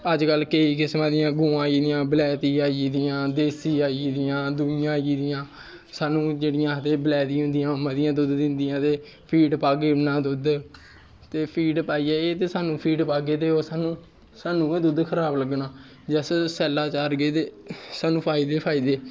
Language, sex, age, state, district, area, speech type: Dogri, male, 18-30, Jammu and Kashmir, Kathua, rural, spontaneous